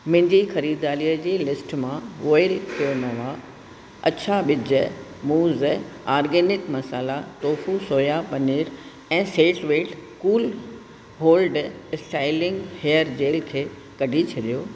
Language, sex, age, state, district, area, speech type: Sindhi, female, 60+, Rajasthan, Ajmer, urban, read